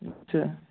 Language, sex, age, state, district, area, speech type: Bengali, male, 30-45, West Bengal, North 24 Parganas, rural, conversation